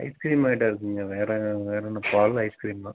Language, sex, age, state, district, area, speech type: Tamil, male, 45-60, Tamil Nadu, Virudhunagar, rural, conversation